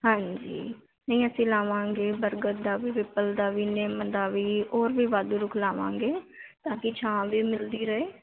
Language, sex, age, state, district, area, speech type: Punjabi, female, 18-30, Punjab, Fazilka, rural, conversation